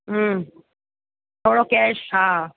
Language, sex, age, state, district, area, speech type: Sindhi, female, 45-60, Delhi, South Delhi, rural, conversation